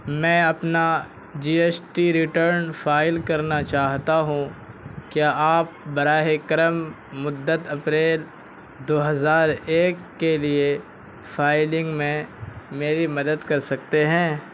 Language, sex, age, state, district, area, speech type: Urdu, male, 18-30, Bihar, Purnia, rural, read